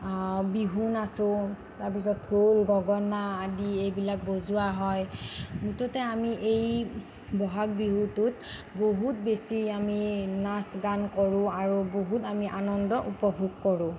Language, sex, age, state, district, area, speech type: Assamese, female, 45-60, Assam, Nagaon, rural, spontaneous